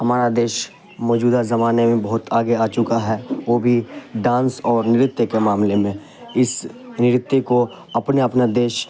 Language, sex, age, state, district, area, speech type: Urdu, male, 18-30, Bihar, Khagaria, rural, spontaneous